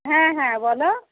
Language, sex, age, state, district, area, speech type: Bengali, female, 30-45, West Bengal, Darjeeling, urban, conversation